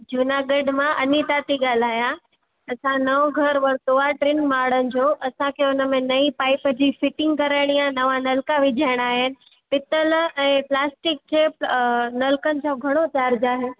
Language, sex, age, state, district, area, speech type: Sindhi, female, 18-30, Gujarat, Junagadh, rural, conversation